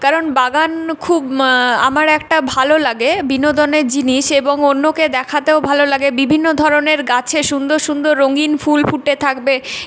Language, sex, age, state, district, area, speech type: Bengali, female, 18-30, West Bengal, Purulia, rural, spontaneous